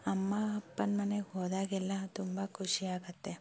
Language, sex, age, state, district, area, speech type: Kannada, female, 18-30, Karnataka, Shimoga, urban, spontaneous